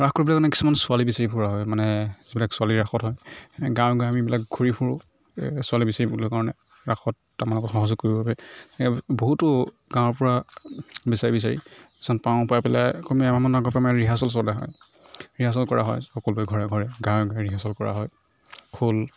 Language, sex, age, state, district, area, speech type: Assamese, male, 45-60, Assam, Morigaon, rural, spontaneous